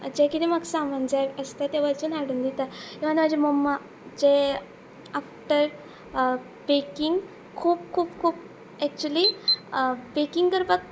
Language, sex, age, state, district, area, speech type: Goan Konkani, female, 18-30, Goa, Ponda, rural, spontaneous